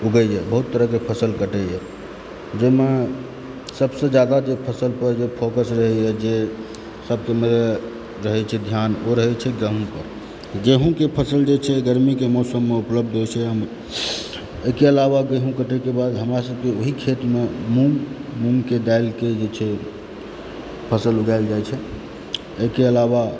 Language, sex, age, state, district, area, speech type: Maithili, male, 18-30, Bihar, Supaul, rural, spontaneous